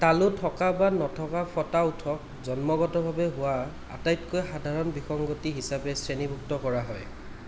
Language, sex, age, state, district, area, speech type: Assamese, male, 30-45, Assam, Kamrup Metropolitan, urban, read